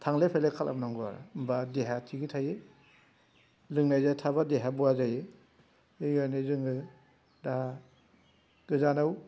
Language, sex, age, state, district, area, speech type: Bodo, male, 60+, Assam, Baksa, rural, spontaneous